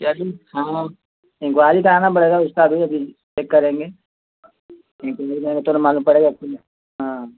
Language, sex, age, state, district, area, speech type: Hindi, male, 30-45, Uttar Pradesh, Mau, rural, conversation